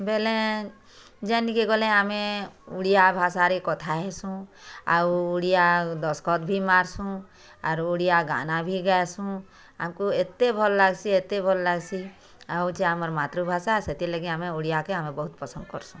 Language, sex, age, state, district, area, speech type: Odia, female, 60+, Odisha, Bargarh, rural, spontaneous